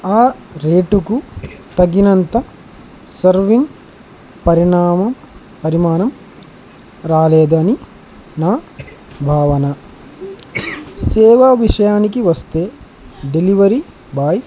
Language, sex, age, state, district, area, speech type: Telugu, male, 18-30, Andhra Pradesh, Nandyal, urban, spontaneous